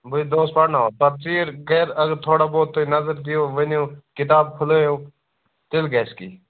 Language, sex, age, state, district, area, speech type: Kashmiri, male, 18-30, Jammu and Kashmir, Kupwara, rural, conversation